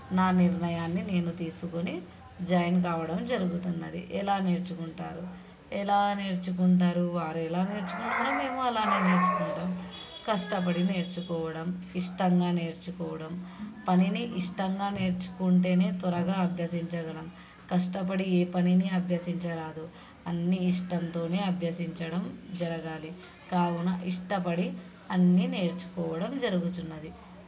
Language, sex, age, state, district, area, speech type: Telugu, female, 18-30, Andhra Pradesh, Krishna, urban, spontaneous